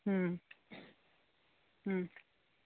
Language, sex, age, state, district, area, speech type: Manipuri, female, 45-60, Manipur, Imphal East, rural, conversation